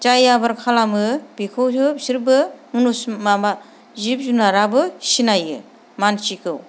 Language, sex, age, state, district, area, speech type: Bodo, female, 30-45, Assam, Kokrajhar, rural, spontaneous